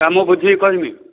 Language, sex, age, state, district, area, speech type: Odia, male, 60+, Odisha, Angul, rural, conversation